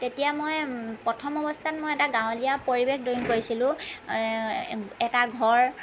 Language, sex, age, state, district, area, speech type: Assamese, female, 30-45, Assam, Lakhimpur, rural, spontaneous